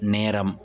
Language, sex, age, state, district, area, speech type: Tamil, male, 18-30, Tamil Nadu, Pudukkottai, rural, read